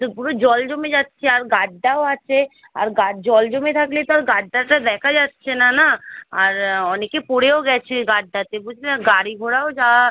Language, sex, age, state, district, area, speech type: Bengali, female, 18-30, West Bengal, Kolkata, urban, conversation